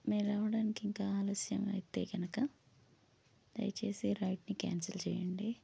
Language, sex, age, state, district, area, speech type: Telugu, female, 30-45, Telangana, Hanamkonda, urban, spontaneous